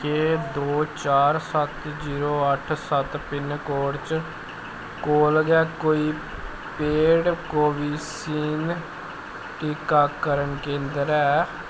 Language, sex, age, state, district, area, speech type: Dogri, male, 18-30, Jammu and Kashmir, Jammu, rural, read